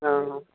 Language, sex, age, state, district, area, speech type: Sindhi, male, 30-45, Gujarat, Junagadh, rural, conversation